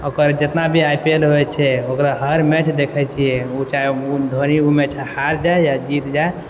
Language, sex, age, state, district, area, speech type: Maithili, male, 18-30, Bihar, Purnia, urban, spontaneous